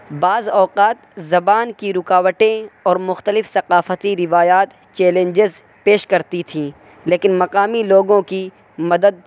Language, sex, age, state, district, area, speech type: Urdu, male, 18-30, Uttar Pradesh, Saharanpur, urban, spontaneous